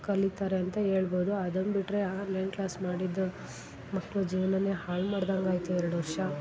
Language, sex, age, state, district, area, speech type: Kannada, female, 30-45, Karnataka, Hassan, urban, spontaneous